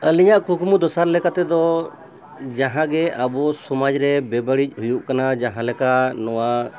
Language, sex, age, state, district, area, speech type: Santali, male, 60+, Jharkhand, Bokaro, rural, spontaneous